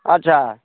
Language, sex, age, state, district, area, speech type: Maithili, male, 30-45, Bihar, Muzaffarpur, rural, conversation